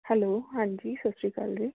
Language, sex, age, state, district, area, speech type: Punjabi, female, 30-45, Punjab, Rupnagar, urban, conversation